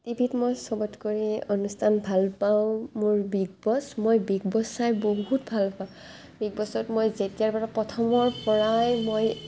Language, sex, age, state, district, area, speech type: Assamese, female, 18-30, Assam, Barpeta, rural, spontaneous